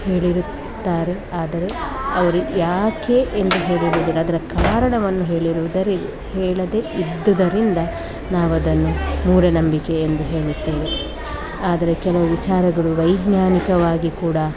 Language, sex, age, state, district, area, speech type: Kannada, female, 45-60, Karnataka, Dakshina Kannada, rural, spontaneous